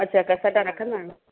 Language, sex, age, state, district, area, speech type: Sindhi, female, 45-60, Gujarat, Kutch, rural, conversation